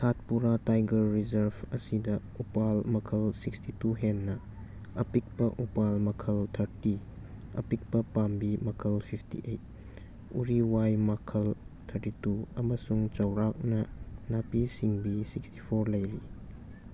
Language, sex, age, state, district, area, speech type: Manipuri, male, 18-30, Manipur, Churachandpur, rural, read